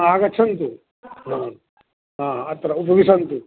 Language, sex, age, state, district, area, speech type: Sanskrit, male, 60+, Bihar, Madhubani, urban, conversation